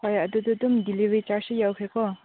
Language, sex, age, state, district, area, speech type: Manipuri, female, 18-30, Manipur, Senapati, urban, conversation